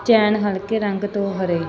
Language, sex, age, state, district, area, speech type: Punjabi, female, 30-45, Punjab, Bathinda, rural, read